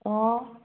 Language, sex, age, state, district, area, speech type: Assamese, female, 30-45, Assam, Sivasagar, rural, conversation